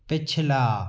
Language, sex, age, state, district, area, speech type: Hindi, male, 45-60, Madhya Pradesh, Bhopal, urban, read